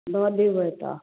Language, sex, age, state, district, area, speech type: Maithili, female, 30-45, Bihar, Samastipur, urban, conversation